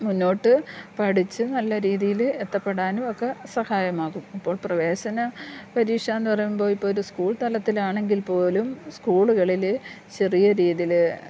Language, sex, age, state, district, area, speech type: Malayalam, female, 45-60, Kerala, Thiruvananthapuram, urban, spontaneous